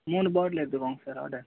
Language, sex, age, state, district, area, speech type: Tamil, male, 18-30, Tamil Nadu, Viluppuram, urban, conversation